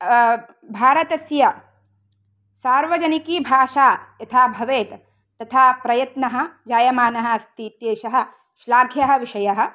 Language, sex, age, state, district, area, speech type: Sanskrit, female, 30-45, Karnataka, Uttara Kannada, urban, spontaneous